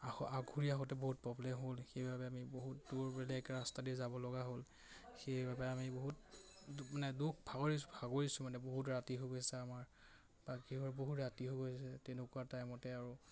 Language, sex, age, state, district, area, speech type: Assamese, male, 18-30, Assam, Majuli, urban, spontaneous